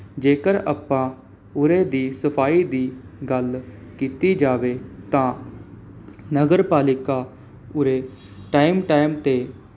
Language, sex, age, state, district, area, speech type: Punjabi, male, 18-30, Punjab, Mohali, urban, spontaneous